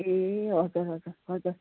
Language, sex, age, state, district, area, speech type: Nepali, female, 60+, West Bengal, Kalimpong, rural, conversation